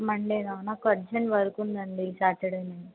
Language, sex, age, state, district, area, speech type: Telugu, female, 18-30, Telangana, Sangareddy, urban, conversation